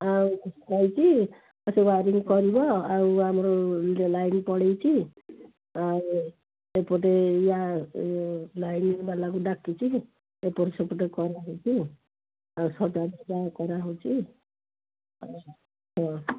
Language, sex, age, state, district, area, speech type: Odia, female, 60+, Odisha, Gajapati, rural, conversation